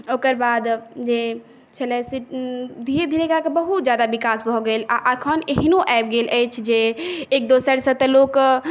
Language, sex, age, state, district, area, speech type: Maithili, other, 18-30, Bihar, Saharsa, rural, spontaneous